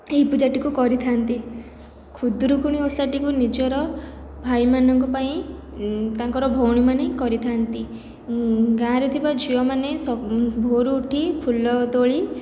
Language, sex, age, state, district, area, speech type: Odia, female, 18-30, Odisha, Khordha, rural, spontaneous